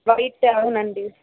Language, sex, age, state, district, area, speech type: Telugu, female, 45-60, Andhra Pradesh, Chittoor, rural, conversation